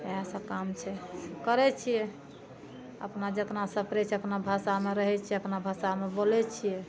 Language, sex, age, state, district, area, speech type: Maithili, female, 60+, Bihar, Madhepura, rural, spontaneous